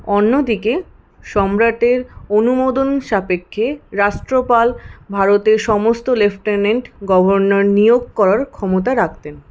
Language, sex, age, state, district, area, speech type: Bengali, female, 18-30, West Bengal, Paschim Bardhaman, rural, read